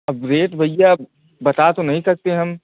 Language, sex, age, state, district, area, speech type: Hindi, male, 18-30, Uttar Pradesh, Jaunpur, urban, conversation